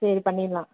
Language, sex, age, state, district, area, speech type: Tamil, female, 18-30, Tamil Nadu, Thanjavur, urban, conversation